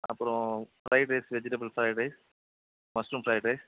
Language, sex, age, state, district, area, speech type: Tamil, male, 45-60, Tamil Nadu, Tenkasi, urban, conversation